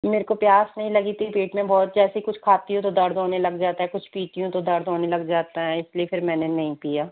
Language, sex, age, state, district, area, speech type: Hindi, female, 30-45, Rajasthan, Jaipur, urban, conversation